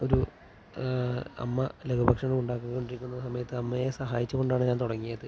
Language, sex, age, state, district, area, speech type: Malayalam, male, 30-45, Kerala, Palakkad, urban, spontaneous